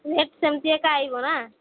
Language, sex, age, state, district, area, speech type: Odia, female, 18-30, Odisha, Malkangiri, urban, conversation